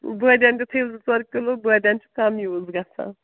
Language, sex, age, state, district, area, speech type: Kashmiri, female, 30-45, Jammu and Kashmir, Srinagar, rural, conversation